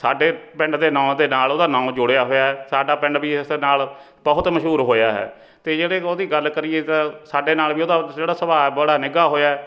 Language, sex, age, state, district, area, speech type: Punjabi, male, 45-60, Punjab, Fatehgarh Sahib, rural, spontaneous